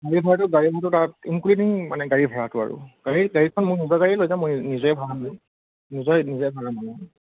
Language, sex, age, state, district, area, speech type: Assamese, male, 30-45, Assam, Morigaon, rural, conversation